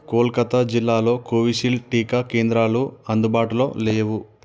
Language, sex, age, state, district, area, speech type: Telugu, male, 18-30, Telangana, Nalgonda, urban, read